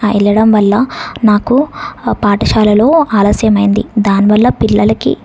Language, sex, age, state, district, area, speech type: Telugu, female, 18-30, Telangana, Suryapet, urban, spontaneous